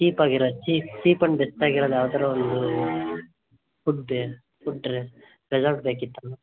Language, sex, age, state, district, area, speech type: Kannada, male, 18-30, Karnataka, Davanagere, rural, conversation